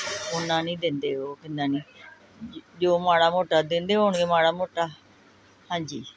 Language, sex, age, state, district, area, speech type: Punjabi, female, 45-60, Punjab, Gurdaspur, urban, spontaneous